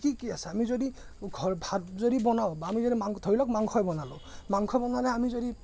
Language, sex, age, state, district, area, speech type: Assamese, male, 30-45, Assam, Morigaon, rural, spontaneous